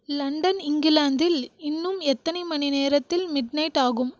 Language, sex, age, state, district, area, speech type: Tamil, female, 18-30, Tamil Nadu, Krishnagiri, rural, read